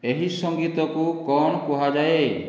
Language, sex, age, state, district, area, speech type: Odia, male, 60+, Odisha, Boudh, rural, read